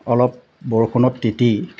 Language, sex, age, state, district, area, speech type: Assamese, male, 45-60, Assam, Golaghat, urban, spontaneous